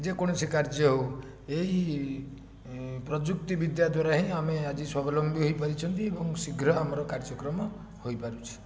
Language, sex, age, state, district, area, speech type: Odia, male, 60+, Odisha, Jajpur, rural, spontaneous